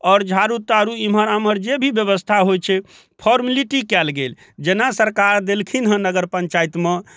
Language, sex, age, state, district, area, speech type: Maithili, male, 45-60, Bihar, Darbhanga, rural, spontaneous